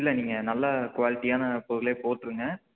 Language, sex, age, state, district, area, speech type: Tamil, male, 18-30, Tamil Nadu, Tiruppur, rural, conversation